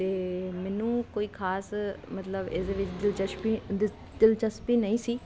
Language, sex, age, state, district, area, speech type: Punjabi, female, 30-45, Punjab, Kapurthala, urban, spontaneous